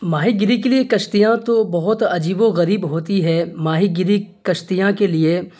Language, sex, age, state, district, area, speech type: Urdu, male, 30-45, Bihar, Darbhanga, rural, spontaneous